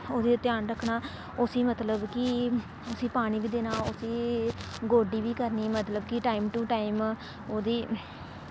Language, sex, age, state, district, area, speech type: Dogri, female, 18-30, Jammu and Kashmir, Samba, rural, spontaneous